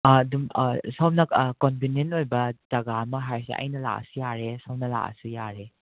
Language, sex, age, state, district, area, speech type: Manipuri, male, 45-60, Manipur, Imphal West, urban, conversation